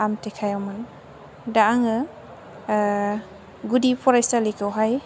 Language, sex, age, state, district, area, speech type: Bodo, female, 18-30, Assam, Chirang, rural, spontaneous